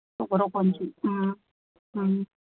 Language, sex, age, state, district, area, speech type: Telugu, female, 45-60, Andhra Pradesh, Nellore, rural, conversation